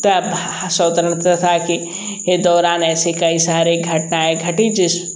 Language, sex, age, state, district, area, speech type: Hindi, male, 30-45, Uttar Pradesh, Sonbhadra, rural, spontaneous